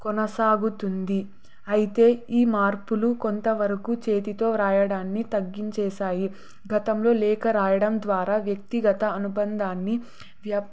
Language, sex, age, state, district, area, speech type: Telugu, female, 18-30, Andhra Pradesh, Sri Satya Sai, urban, spontaneous